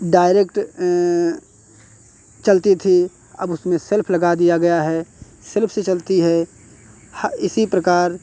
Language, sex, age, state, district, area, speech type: Hindi, male, 45-60, Uttar Pradesh, Hardoi, rural, spontaneous